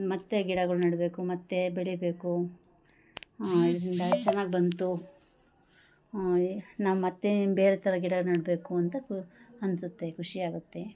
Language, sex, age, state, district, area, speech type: Kannada, female, 30-45, Karnataka, Chikkamagaluru, rural, spontaneous